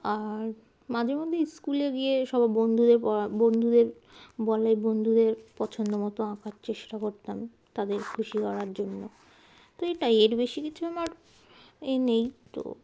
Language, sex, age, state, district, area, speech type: Bengali, female, 18-30, West Bengal, Darjeeling, urban, spontaneous